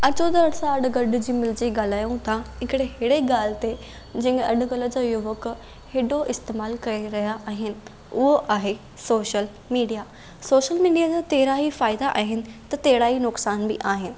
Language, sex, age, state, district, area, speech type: Sindhi, female, 18-30, Maharashtra, Thane, urban, spontaneous